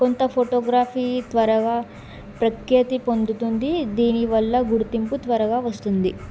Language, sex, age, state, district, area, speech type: Telugu, female, 18-30, Telangana, Bhadradri Kothagudem, urban, spontaneous